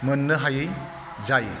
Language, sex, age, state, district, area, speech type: Bodo, male, 45-60, Assam, Kokrajhar, rural, spontaneous